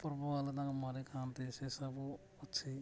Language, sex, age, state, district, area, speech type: Odia, male, 18-30, Odisha, Nabarangpur, urban, spontaneous